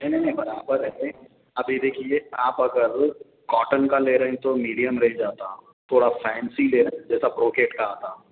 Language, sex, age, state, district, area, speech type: Urdu, male, 45-60, Telangana, Hyderabad, urban, conversation